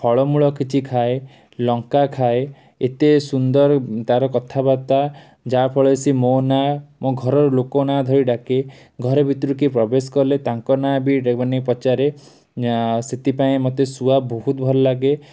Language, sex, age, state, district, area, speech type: Odia, male, 18-30, Odisha, Cuttack, urban, spontaneous